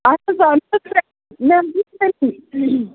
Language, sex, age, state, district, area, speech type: Kashmiri, female, 45-60, Jammu and Kashmir, Srinagar, rural, conversation